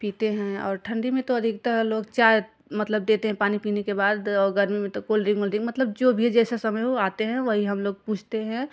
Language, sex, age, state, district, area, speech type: Hindi, female, 30-45, Uttar Pradesh, Jaunpur, urban, spontaneous